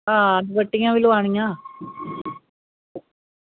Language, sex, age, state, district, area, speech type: Dogri, female, 60+, Jammu and Kashmir, Reasi, rural, conversation